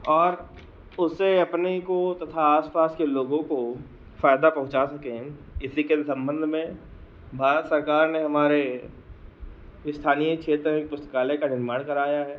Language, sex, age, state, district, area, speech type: Hindi, male, 45-60, Uttar Pradesh, Lucknow, rural, spontaneous